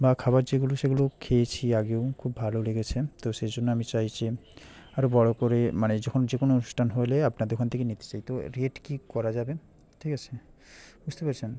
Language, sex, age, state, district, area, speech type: Bengali, male, 18-30, West Bengal, Purba Medinipur, rural, spontaneous